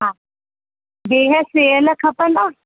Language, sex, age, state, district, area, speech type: Sindhi, female, 30-45, Madhya Pradesh, Katni, urban, conversation